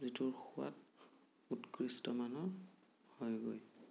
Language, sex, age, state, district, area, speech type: Assamese, male, 30-45, Assam, Sonitpur, rural, spontaneous